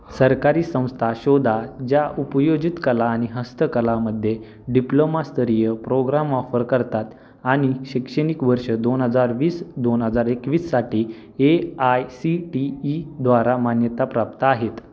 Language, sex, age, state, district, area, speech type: Marathi, male, 18-30, Maharashtra, Pune, urban, read